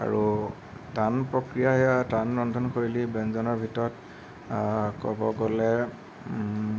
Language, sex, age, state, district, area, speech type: Assamese, male, 30-45, Assam, Nagaon, rural, spontaneous